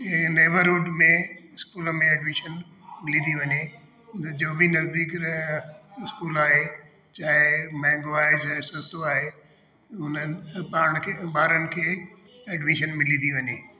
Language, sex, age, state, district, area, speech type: Sindhi, male, 60+, Delhi, South Delhi, urban, spontaneous